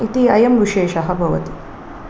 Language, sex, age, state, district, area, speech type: Sanskrit, female, 30-45, Tamil Nadu, Chennai, urban, spontaneous